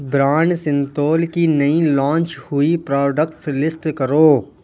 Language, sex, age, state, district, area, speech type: Urdu, male, 18-30, Uttar Pradesh, Lucknow, urban, read